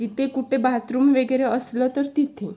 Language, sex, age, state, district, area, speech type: Marathi, female, 18-30, Maharashtra, Sindhudurg, rural, spontaneous